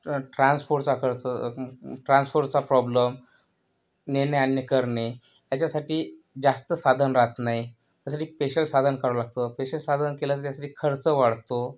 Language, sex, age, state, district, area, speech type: Marathi, male, 30-45, Maharashtra, Yavatmal, urban, spontaneous